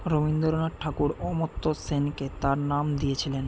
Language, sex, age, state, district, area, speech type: Bengali, male, 18-30, West Bengal, Malda, urban, read